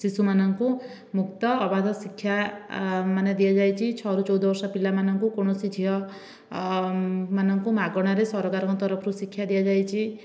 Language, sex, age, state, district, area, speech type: Odia, female, 18-30, Odisha, Dhenkanal, rural, spontaneous